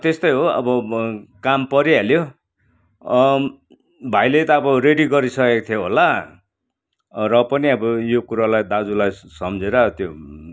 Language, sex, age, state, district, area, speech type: Nepali, male, 60+, West Bengal, Kalimpong, rural, spontaneous